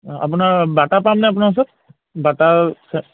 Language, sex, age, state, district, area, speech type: Assamese, male, 30-45, Assam, Charaideo, urban, conversation